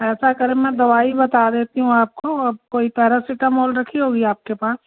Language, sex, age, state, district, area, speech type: Hindi, female, 60+, Madhya Pradesh, Jabalpur, urban, conversation